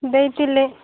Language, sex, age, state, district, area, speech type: Odia, female, 18-30, Odisha, Nabarangpur, urban, conversation